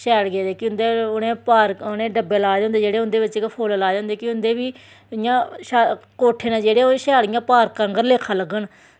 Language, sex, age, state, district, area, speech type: Dogri, female, 30-45, Jammu and Kashmir, Samba, rural, spontaneous